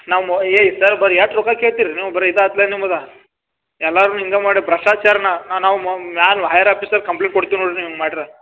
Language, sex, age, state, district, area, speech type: Kannada, male, 30-45, Karnataka, Belgaum, rural, conversation